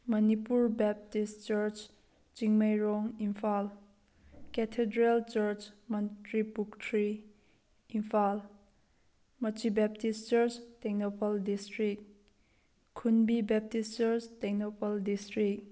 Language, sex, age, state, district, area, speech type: Manipuri, female, 30-45, Manipur, Tengnoupal, rural, spontaneous